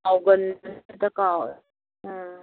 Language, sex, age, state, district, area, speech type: Manipuri, female, 60+, Manipur, Kangpokpi, urban, conversation